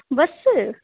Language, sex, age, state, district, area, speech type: Sindhi, female, 18-30, Rajasthan, Ajmer, urban, conversation